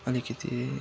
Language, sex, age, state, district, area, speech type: Nepali, male, 18-30, West Bengal, Kalimpong, rural, spontaneous